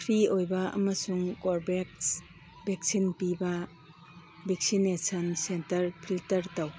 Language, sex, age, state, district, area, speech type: Manipuri, female, 45-60, Manipur, Churachandpur, urban, read